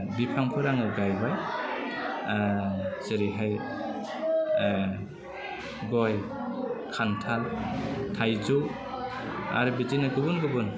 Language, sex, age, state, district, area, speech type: Bodo, male, 30-45, Assam, Udalguri, urban, spontaneous